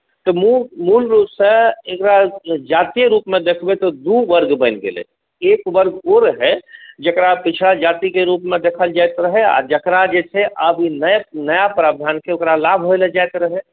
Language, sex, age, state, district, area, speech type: Maithili, male, 45-60, Bihar, Saharsa, urban, conversation